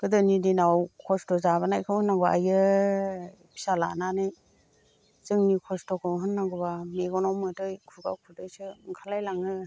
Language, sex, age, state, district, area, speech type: Bodo, female, 60+, Assam, Chirang, rural, spontaneous